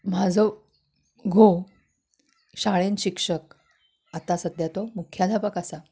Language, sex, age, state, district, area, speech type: Goan Konkani, female, 30-45, Goa, Canacona, rural, spontaneous